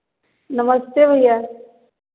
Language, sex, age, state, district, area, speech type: Hindi, female, 60+, Uttar Pradesh, Varanasi, rural, conversation